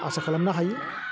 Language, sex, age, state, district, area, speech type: Bodo, male, 60+, Assam, Udalguri, urban, spontaneous